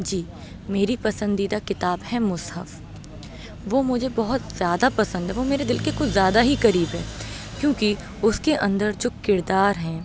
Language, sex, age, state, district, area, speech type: Urdu, female, 30-45, Uttar Pradesh, Aligarh, urban, spontaneous